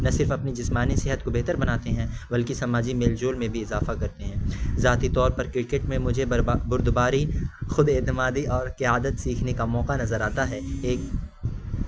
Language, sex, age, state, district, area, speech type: Urdu, male, 18-30, Uttar Pradesh, Azamgarh, rural, spontaneous